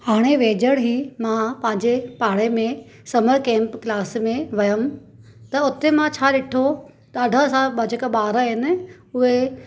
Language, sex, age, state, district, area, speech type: Sindhi, female, 30-45, Maharashtra, Thane, urban, spontaneous